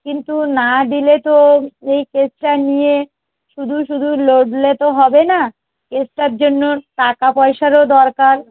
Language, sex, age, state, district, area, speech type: Bengali, female, 45-60, West Bengal, Darjeeling, urban, conversation